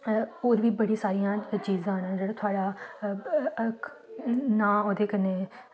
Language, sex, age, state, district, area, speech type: Dogri, female, 18-30, Jammu and Kashmir, Samba, rural, spontaneous